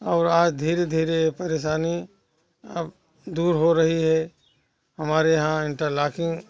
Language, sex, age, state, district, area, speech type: Hindi, male, 60+, Uttar Pradesh, Jaunpur, rural, spontaneous